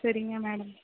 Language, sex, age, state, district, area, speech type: Tamil, female, 18-30, Tamil Nadu, Mayiladuthurai, rural, conversation